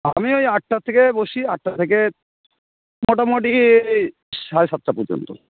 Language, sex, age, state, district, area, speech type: Bengali, male, 45-60, West Bengal, Hooghly, rural, conversation